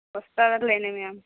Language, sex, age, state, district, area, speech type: Telugu, female, 18-30, Telangana, Peddapalli, rural, conversation